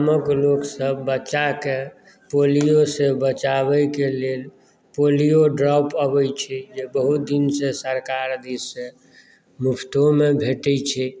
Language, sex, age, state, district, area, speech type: Maithili, male, 45-60, Bihar, Madhubani, rural, spontaneous